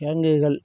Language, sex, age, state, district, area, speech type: Tamil, male, 30-45, Tamil Nadu, Kallakurichi, rural, spontaneous